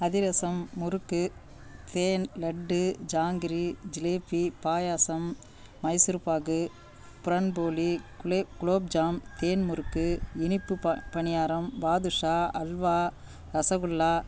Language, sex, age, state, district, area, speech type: Tamil, female, 60+, Tamil Nadu, Tiruvannamalai, rural, spontaneous